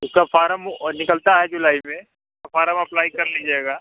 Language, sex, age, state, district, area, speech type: Hindi, male, 45-60, Uttar Pradesh, Mirzapur, urban, conversation